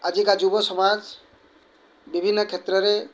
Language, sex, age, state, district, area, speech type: Odia, male, 45-60, Odisha, Kendrapara, urban, spontaneous